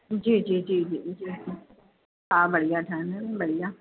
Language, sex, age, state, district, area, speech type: Sindhi, female, 45-60, Uttar Pradesh, Lucknow, rural, conversation